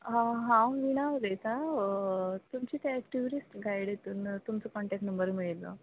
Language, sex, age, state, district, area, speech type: Goan Konkani, female, 30-45, Goa, Quepem, rural, conversation